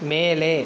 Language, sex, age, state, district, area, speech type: Tamil, male, 18-30, Tamil Nadu, Sivaganga, rural, read